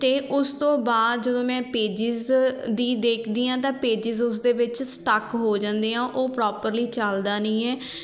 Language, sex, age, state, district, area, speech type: Punjabi, female, 18-30, Punjab, Fatehgarh Sahib, rural, spontaneous